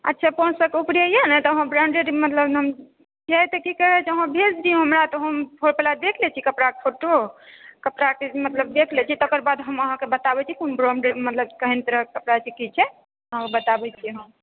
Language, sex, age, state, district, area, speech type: Maithili, female, 30-45, Bihar, Purnia, rural, conversation